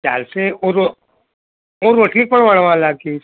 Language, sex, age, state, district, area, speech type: Gujarati, male, 45-60, Gujarat, Kheda, rural, conversation